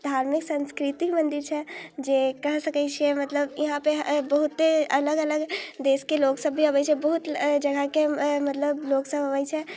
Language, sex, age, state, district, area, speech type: Maithili, female, 18-30, Bihar, Muzaffarpur, rural, spontaneous